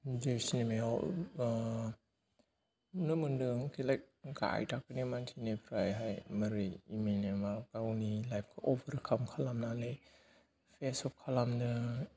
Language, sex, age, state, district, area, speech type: Bodo, male, 30-45, Assam, Kokrajhar, rural, spontaneous